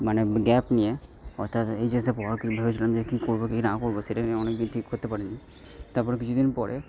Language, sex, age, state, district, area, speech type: Bengali, male, 18-30, West Bengal, Purba Bardhaman, rural, spontaneous